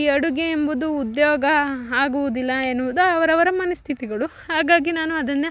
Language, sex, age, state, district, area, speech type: Kannada, female, 18-30, Karnataka, Chikkamagaluru, rural, spontaneous